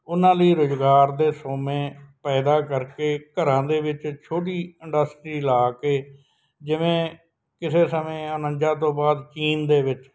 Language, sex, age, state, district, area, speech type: Punjabi, male, 60+, Punjab, Bathinda, rural, spontaneous